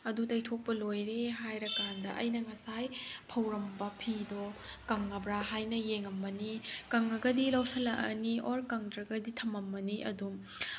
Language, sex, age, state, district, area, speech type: Manipuri, female, 30-45, Manipur, Tengnoupal, urban, spontaneous